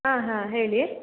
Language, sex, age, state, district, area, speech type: Kannada, female, 18-30, Karnataka, Hassan, rural, conversation